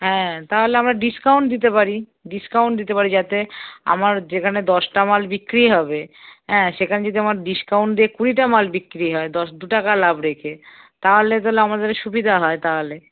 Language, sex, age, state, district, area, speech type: Bengali, female, 30-45, West Bengal, Darjeeling, rural, conversation